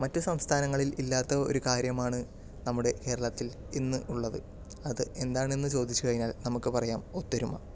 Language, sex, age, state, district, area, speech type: Malayalam, male, 18-30, Kerala, Palakkad, urban, spontaneous